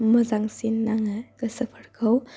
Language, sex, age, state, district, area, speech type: Bodo, female, 18-30, Assam, Udalguri, rural, spontaneous